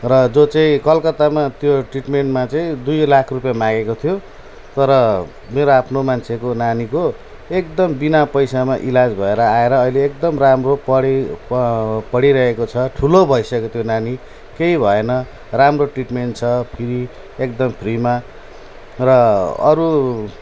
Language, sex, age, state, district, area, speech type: Nepali, male, 45-60, West Bengal, Jalpaiguri, rural, spontaneous